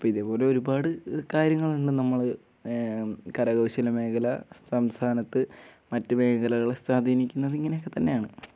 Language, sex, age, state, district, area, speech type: Malayalam, male, 18-30, Kerala, Wayanad, rural, spontaneous